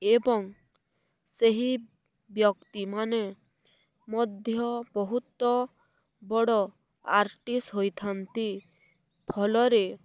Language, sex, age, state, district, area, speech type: Odia, female, 18-30, Odisha, Balangir, urban, spontaneous